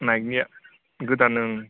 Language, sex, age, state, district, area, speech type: Bodo, male, 18-30, Assam, Baksa, rural, conversation